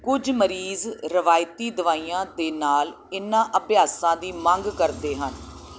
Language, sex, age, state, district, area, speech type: Punjabi, female, 30-45, Punjab, Jalandhar, urban, read